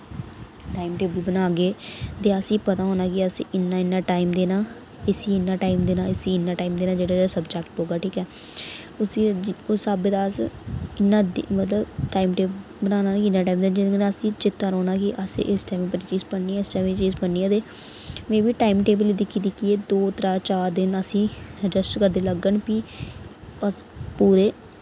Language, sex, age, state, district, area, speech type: Dogri, female, 18-30, Jammu and Kashmir, Reasi, rural, spontaneous